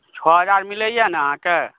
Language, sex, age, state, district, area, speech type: Maithili, male, 30-45, Bihar, Saharsa, rural, conversation